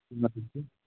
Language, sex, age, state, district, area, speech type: Urdu, male, 18-30, Uttar Pradesh, Siddharthnagar, rural, conversation